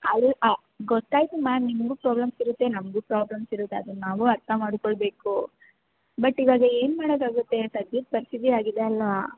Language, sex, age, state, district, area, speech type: Kannada, female, 18-30, Karnataka, Bangalore Urban, urban, conversation